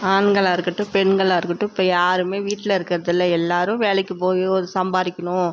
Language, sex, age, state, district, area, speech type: Tamil, female, 45-60, Tamil Nadu, Tiruvarur, rural, spontaneous